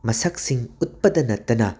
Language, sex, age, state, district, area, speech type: Manipuri, male, 45-60, Manipur, Imphal West, urban, spontaneous